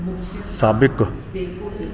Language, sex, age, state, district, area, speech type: Sindhi, male, 60+, Delhi, South Delhi, urban, read